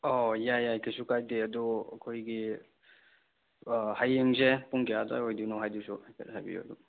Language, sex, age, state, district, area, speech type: Manipuri, male, 30-45, Manipur, Bishnupur, rural, conversation